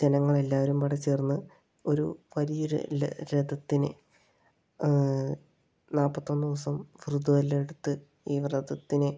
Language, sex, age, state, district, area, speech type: Malayalam, male, 30-45, Kerala, Palakkad, rural, spontaneous